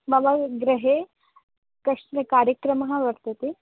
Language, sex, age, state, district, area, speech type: Sanskrit, female, 18-30, Karnataka, Bangalore Rural, rural, conversation